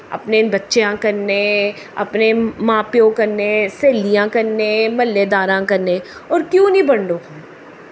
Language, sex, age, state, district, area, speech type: Dogri, female, 45-60, Jammu and Kashmir, Jammu, urban, spontaneous